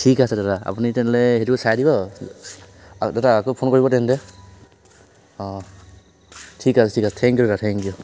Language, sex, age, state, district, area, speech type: Assamese, male, 18-30, Assam, Tinsukia, urban, spontaneous